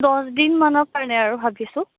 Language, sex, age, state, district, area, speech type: Assamese, female, 18-30, Assam, Morigaon, rural, conversation